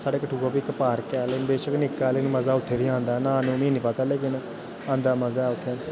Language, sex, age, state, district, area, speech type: Dogri, male, 18-30, Jammu and Kashmir, Kathua, rural, spontaneous